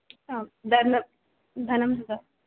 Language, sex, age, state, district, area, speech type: Sanskrit, female, 18-30, Kerala, Thrissur, urban, conversation